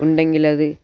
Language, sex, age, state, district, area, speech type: Malayalam, male, 18-30, Kerala, Wayanad, rural, spontaneous